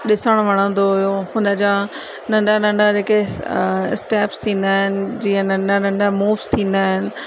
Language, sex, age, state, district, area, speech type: Sindhi, female, 30-45, Rajasthan, Ajmer, urban, spontaneous